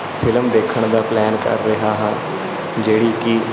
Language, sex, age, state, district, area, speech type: Punjabi, male, 18-30, Punjab, Kapurthala, rural, spontaneous